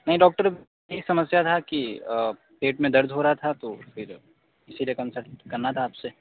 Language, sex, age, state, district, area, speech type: Hindi, male, 45-60, Uttar Pradesh, Sonbhadra, rural, conversation